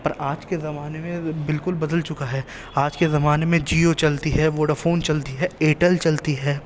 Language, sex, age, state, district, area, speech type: Urdu, male, 18-30, Delhi, East Delhi, urban, spontaneous